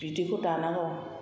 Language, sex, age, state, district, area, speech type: Bodo, female, 60+, Assam, Chirang, rural, spontaneous